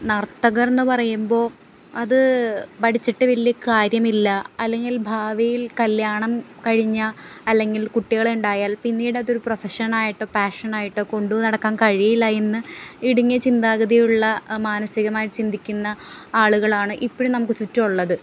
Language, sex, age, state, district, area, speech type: Malayalam, female, 18-30, Kerala, Ernakulam, rural, spontaneous